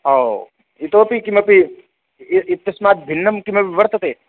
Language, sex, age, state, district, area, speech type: Sanskrit, male, 18-30, Uttar Pradesh, Lucknow, urban, conversation